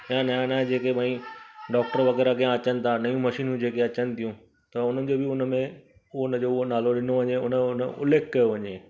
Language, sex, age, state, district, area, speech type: Sindhi, male, 45-60, Gujarat, Surat, urban, spontaneous